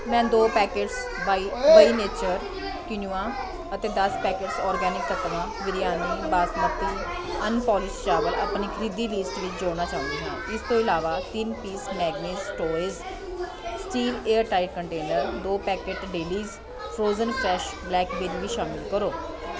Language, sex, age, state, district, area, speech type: Punjabi, female, 30-45, Punjab, Pathankot, rural, read